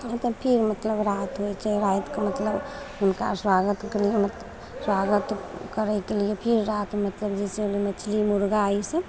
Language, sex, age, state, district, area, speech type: Maithili, female, 18-30, Bihar, Begusarai, rural, spontaneous